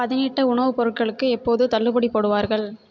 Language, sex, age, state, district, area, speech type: Tamil, female, 18-30, Tamil Nadu, Tiruvarur, rural, read